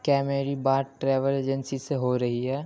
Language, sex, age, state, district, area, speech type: Urdu, male, 18-30, Delhi, Central Delhi, urban, spontaneous